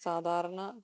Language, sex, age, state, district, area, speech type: Malayalam, female, 45-60, Kerala, Kottayam, urban, spontaneous